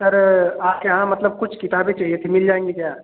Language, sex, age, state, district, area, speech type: Hindi, male, 18-30, Uttar Pradesh, Azamgarh, rural, conversation